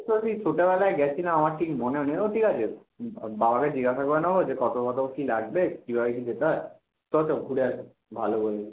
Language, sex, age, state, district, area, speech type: Bengali, male, 18-30, West Bengal, Kolkata, urban, conversation